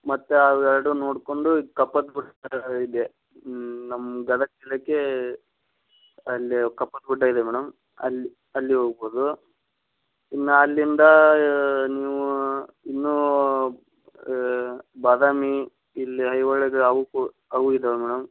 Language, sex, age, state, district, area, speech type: Kannada, male, 30-45, Karnataka, Gadag, rural, conversation